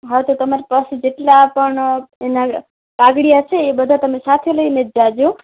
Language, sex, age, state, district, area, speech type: Gujarati, female, 30-45, Gujarat, Kutch, rural, conversation